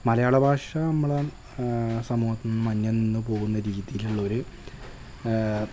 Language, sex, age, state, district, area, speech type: Malayalam, male, 18-30, Kerala, Malappuram, rural, spontaneous